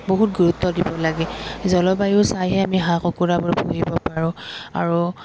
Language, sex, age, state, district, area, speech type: Assamese, female, 18-30, Assam, Udalguri, urban, spontaneous